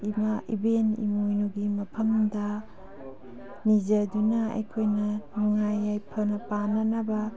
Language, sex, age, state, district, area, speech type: Manipuri, female, 30-45, Manipur, Imphal East, rural, spontaneous